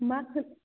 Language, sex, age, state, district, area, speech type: Bodo, female, 18-30, Assam, Kokrajhar, rural, conversation